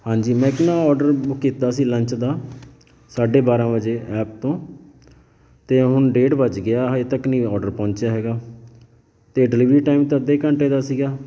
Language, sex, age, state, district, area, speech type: Punjabi, male, 30-45, Punjab, Fatehgarh Sahib, rural, spontaneous